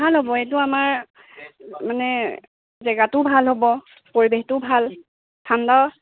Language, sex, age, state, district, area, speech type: Assamese, female, 18-30, Assam, Lakhimpur, urban, conversation